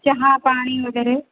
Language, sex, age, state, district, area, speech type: Marathi, female, 30-45, Maharashtra, Nanded, urban, conversation